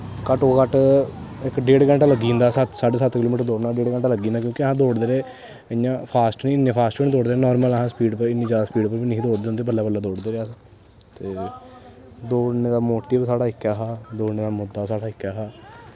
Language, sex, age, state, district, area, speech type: Dogri, male, 18-30, Jammu and Kashmir, Kathua, rural, spontaneous